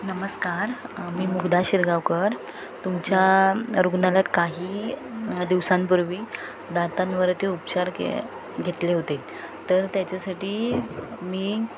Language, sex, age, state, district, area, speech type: Marathi, female, 30-45, Maharashtra, Ratnagiri, rural, spontaneous